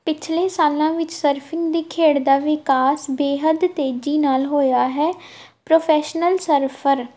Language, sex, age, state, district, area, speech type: Punjabi, female, 18-30, Punjab, Tarn Taran, urban, spontaneous